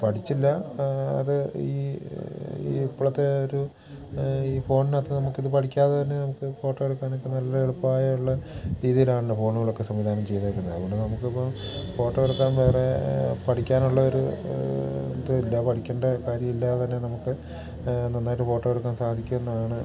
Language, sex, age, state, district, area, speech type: Malayalam, male, 45-60, Kerala, Idukki, rural, spontaneous